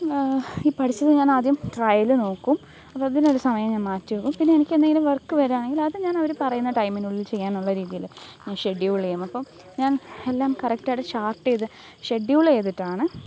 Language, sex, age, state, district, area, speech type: Malayalam, female, 18-30, Kerala, Alappuzha, rural, spontaneous